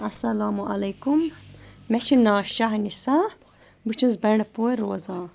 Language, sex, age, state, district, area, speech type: Kashmiri, female, 30-45, Jammu and Kashmir, Bandipora, rural, spontaneous